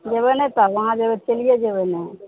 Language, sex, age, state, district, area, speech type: Maithili, female, 45-60, Bihar, Madhepura, rural, conversation